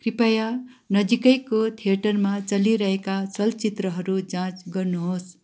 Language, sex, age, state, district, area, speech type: Nepali, female, 60+, West Bengal, Darjeeling, rural, read